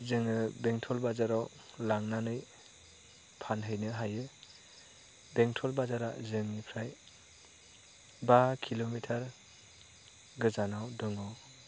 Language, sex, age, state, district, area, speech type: Bodo, male, 30-45, Assam, Chirang, rural, spontaneous